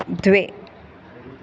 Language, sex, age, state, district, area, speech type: Sanskrit, female, 30-45, Karnataka, Bangalore Urban, urban, read